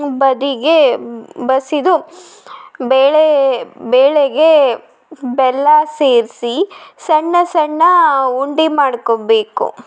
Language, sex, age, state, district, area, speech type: Kannada, female, 30-45, Karnataka, Shimoga, rural, spontaneous